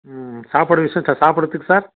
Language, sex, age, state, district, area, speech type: Tamil, male, 45-60, Tamil Nadu, Krishnagiri, rural, conversation